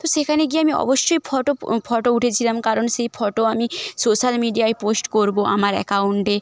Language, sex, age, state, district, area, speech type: Bengali, female, 18-30, West Bengal, Paschim Medinipur, rural, spontaneous